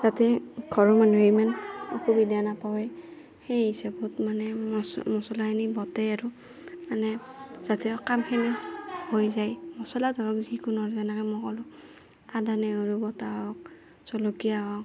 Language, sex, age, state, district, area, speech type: Assamese, female, 18-30, Assam, Darrang, rural, spontaneous